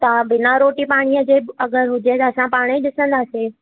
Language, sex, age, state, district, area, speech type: Sindhi, female, 30-45, Maharashtra, Thane, urban, conversation